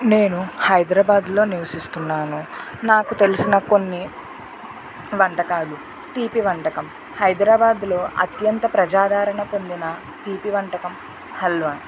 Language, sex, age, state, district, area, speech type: Telugu, female, 30-45, Andhra Pradesh, Eluru, rural, spontaneous